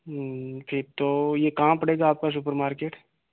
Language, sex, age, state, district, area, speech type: Hindi, male, 18-30, Rajasthan, Ajmer, urban, conversation